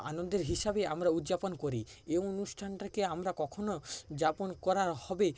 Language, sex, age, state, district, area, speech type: Bengali, male, 60+, West Bengal, Paschim Medinipur, rural, spontaneous